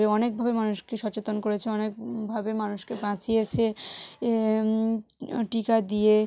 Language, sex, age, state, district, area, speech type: Bengali, female, 18-30, West Bengal, South 24 Parganas, rural, spontaneous